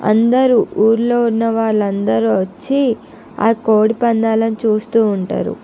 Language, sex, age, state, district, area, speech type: Telugu, female, 45-60, Andhra Pradesh, Visakhapatnam, urban, spontaneous